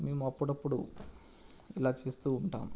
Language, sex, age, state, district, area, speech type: Telugu, male, 18-30, Telangana, Nalgonda, rural, spontaneous